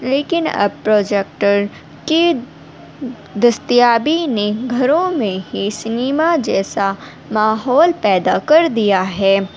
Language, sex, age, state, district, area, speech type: Urdu, female, 18-30, Delhi, North East Delhi, urban, spontaneous